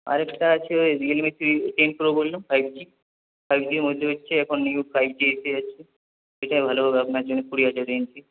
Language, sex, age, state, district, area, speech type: Bengali, male, 18-30, West Bengal, Purulia, urban, conversation